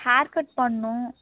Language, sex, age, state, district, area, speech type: Tamil, female, 18-30, Tamil Nadu, Coimbatore, rural, conversation